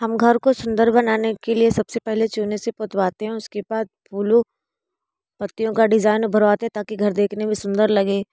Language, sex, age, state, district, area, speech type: Hindi, female, 30-45, Uttar Pradesh, Bhadohi, rural, spontaneous